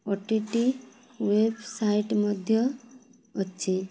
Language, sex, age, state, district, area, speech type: Odia, female, 18-30, Odisha, Mayurbhanj, rural, spontaneous